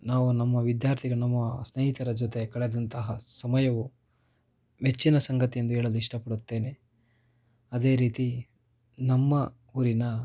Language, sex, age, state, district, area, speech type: Kannada, male, 18-30, Karnataka, Kolar, rural, spontaneous